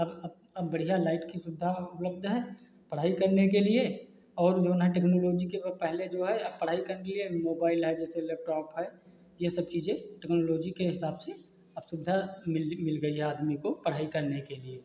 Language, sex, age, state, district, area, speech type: Hindi, male, 45-60, Uttar Pradesh, Hardoi, rural, spontaneous